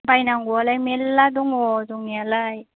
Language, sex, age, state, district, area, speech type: Bodo, female, 30-45, Assam, Kokrajhar, rural, conversation